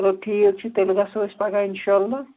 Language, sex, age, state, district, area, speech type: Kashmiri, male, 60+, Jammu and Kashmir, Srinagar, urban, conversation